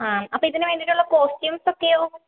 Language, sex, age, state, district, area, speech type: Malayalam, female, 18-30, Kerala, Idukki, rural, conversation